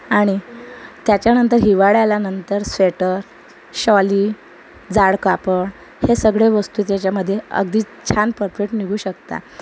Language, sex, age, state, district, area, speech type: Marathi, female, 30-45, Maharashtra, Amravati, urban, spontaneous